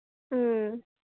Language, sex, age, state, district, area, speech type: Manipuri, female, 30-45, Manipur, Imphal East, rural, conversation